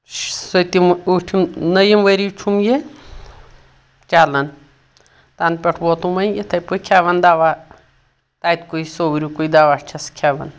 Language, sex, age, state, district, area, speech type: Kashmiri, female, 60+, Jammu and Kashmir, Anantnag, rural, spontaneous